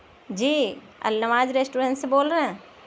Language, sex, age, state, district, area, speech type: Urdu, female, 30-45, Delhi, South Delhi, urban, spontaneous